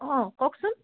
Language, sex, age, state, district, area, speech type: Assamese, female, 30-45, Assam, Dhemaji, urban, conversation